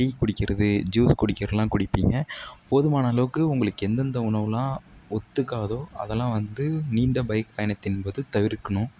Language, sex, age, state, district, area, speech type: Tamil, male, 60+, Tamil Nadu, Tiruvarur, rural, spontaneous